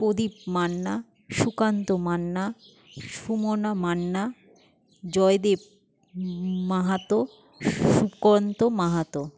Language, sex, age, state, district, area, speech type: Bengali, female, 45-60, West Bengal, Jhargram, rural, spontaneous